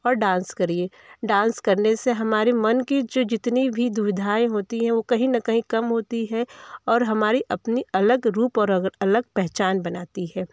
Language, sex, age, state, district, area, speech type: Hindi, female, 30-45, Uttar Pradesh, Varanasi, urban, spontaneous